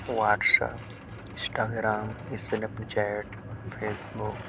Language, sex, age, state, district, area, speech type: Urdu, male, 30-45, Uttar Pradesh, Mau, urban, spontaneous